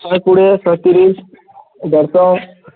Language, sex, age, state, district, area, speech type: Odia, male, 18-30, Odisha, Subarnapur, urban, conversation